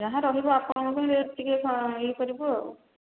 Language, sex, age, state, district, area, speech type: Odia, female, 45-60, Odisha, Khordha, rural, conversation